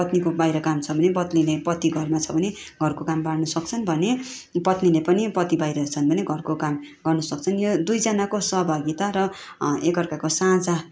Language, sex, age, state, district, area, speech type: Nepali, female, 30-45, West Bengal, Darjeeling, rural, spontaneous